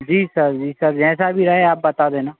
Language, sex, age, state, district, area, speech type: Hindi, male, 18-30, Madhya Pradesh, Hoshangabad, urban, conversation